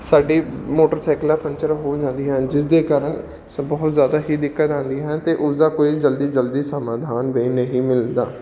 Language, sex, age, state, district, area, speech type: Punjabi, male, 18-30, Punjab, Patiala, urban, spontaneous